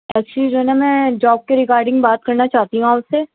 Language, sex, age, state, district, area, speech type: Urdu, female, 45-60, Delhi, Central Delhi, urban, conversation